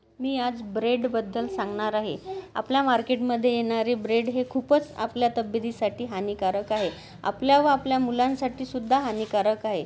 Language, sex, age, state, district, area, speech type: Marathi, female, 30-45, Maharashtra, Amravati, urban, spontaneous